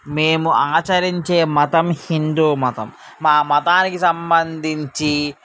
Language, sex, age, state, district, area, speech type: Telugu, male, 18-30, Andhra Pradesh, Srikakulam, urban, spontaneous